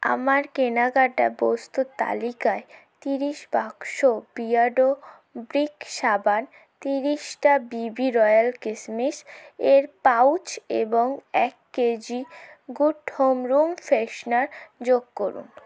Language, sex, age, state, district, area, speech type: Bengali, female, 18-30, West Bengal, South 24 Parganas, rural, read